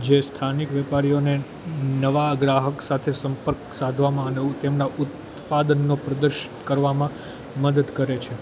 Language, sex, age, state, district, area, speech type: Gujarati, male, 18-30, Gujarat, Junagadh, urban, spontaneous